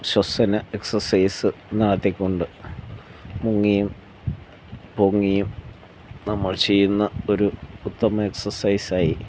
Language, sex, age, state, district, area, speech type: Malayalam, male, 45-60, Kerala, Alappuzha, rural, spontaneous